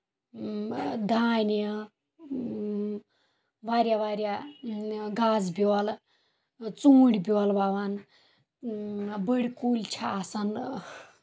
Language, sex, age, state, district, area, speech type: Kashmiri, female, 18-30, Jammu and Kashmir, Kulgam, rural, spontaneous